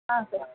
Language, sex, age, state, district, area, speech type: Kannada, female, 30-45, Karnataka, Koppal, rural, conversation